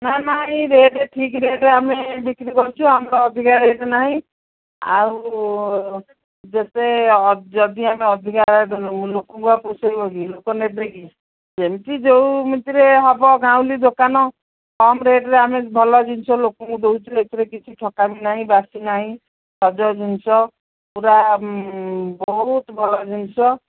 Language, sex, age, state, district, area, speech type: Odia, female, 60+, Odisha, Angul, rural, conversation